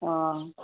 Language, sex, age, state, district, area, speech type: Assamese, female, 45-60, Assam, Majuli, rural, conversation